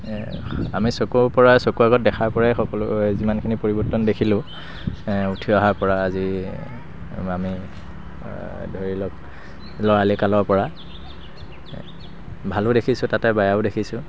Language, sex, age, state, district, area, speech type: Assamese, male, 30-45, Assam, Sivasagar, rural, spontaneous